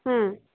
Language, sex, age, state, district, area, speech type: Bengali, female, 18-30, West Bengal, Jalpaiguri, rural, conversation